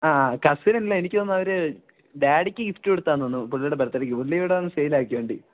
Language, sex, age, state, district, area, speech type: Malayalam, male, 18-30, Kerala, Kottayam, urban, conversation